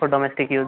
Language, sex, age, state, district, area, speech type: Hindi, male, 18-30, Madhya Pradesh, Betul, urban, conversation